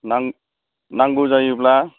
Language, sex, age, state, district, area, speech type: Bodo, male, 45-60, Assam, Chirang, rural, conversation